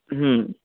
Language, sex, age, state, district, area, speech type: Bengali, male, 18-30, West Bengal, Howrah, urban, conversation